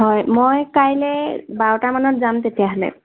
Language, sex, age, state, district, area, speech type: Assamese, female, 18-30, Assam, Majuli, urban, conversation